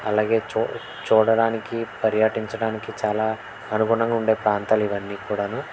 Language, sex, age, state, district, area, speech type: Telugu, male, 18-30, Andhra Pradesh, N T Rama Rao, urban, spontaneous